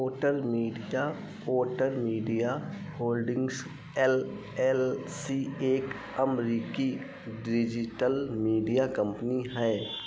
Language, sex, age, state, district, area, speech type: Hindi, male, 45-60, Uttar Pradesh, Ayodhya, rural, read